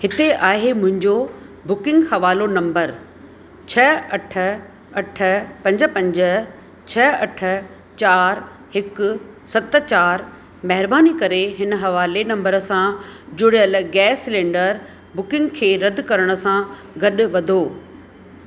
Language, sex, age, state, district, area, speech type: Sindhi, female, 60+, Rajasthan, Ajmer, urban, read